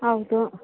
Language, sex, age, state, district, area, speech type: Kannada, female, 30-45, Karnataka, Mandya, rural, conversation